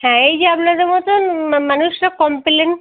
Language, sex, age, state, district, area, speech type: Bengali, female, 30-45, West Bengal, Birbhum, urban, conversation